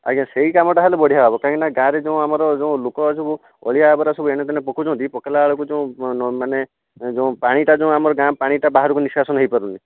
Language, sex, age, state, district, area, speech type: Odia, male, 45-60, Odisha, Jajpur, rural, conversation